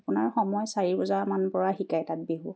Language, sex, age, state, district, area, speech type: Assamese, female, 30-45, Assam, Charaideo, rural, spontaneous